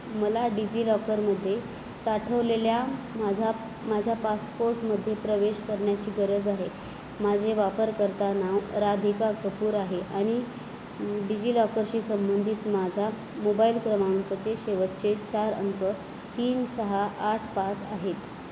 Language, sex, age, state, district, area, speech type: Marathi, female, 30-45, Maharashtra, Nanded, urban, read